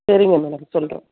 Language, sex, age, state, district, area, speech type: Tamil, female, 30-45, Tamil Nadu, Theni, rural, conversation